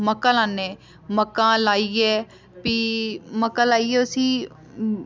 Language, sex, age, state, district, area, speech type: Dogri, female, 18-30, Jammu and Kashmir, Udhampur, rural, spontaneous